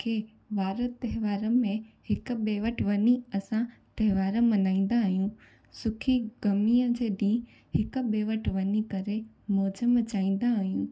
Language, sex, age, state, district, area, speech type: Sindhi, female, 18-30, Gujarat, Junagadh, urban, spontaneous